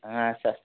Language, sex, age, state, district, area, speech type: Kannada, male, 30-45, Karnataka, Belgaum, rural, conversation